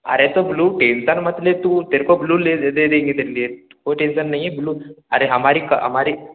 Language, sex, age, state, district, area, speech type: Hindi, male, 18-30, Madhya Pradesh, Balaghat, rural, conversation